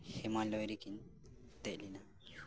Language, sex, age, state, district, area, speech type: Santali, male, 18-30, West Bengal, Birbhum, rural, spontaneous